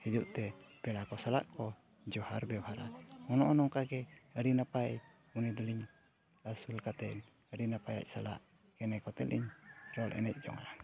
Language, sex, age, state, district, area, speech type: Santali, male, 45-60, Odisha, Mayurbhanj, rural, spontaneous